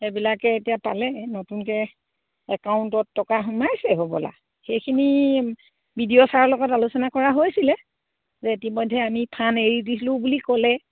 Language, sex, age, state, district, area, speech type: Assamese, female, 45-60, Assam, Sivasagar, rural, conversation